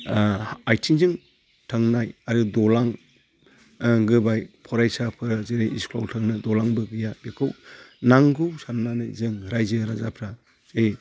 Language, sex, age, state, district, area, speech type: Bodo, male, 45-60, Assam, Chirang, rural, spontaneous